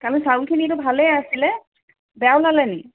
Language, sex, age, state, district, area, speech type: Assamese, female, 45-60, Assam, Charaideo, urban, conversation